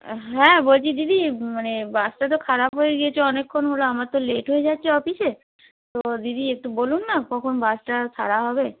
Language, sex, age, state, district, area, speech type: Bengali, female, 45-60, West Bengal, Hooghly, rural, conversation